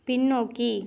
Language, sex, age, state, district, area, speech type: Tamil, female, 18-30, Tamil Nadu, Mayiladuthurai, rural, read